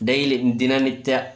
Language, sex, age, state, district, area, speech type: Kannada, male, 18-30, Karnataka, Chamarajanagar, rural, spontaneous